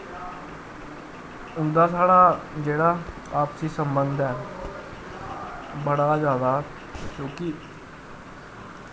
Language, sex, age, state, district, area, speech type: Dogri, male, 18-30, Jammu and Kashmir, Jammu, rural, spontaneous